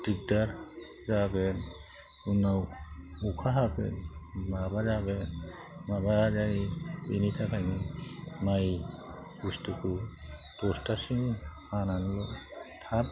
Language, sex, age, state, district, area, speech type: Bodo, male, 60+, Assam, Chirang, rural, spontaneous